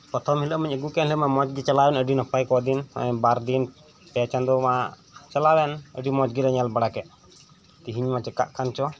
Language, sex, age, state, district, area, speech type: Santali, male, 30-45, West Bengal, Birbhum, rural, spontaneous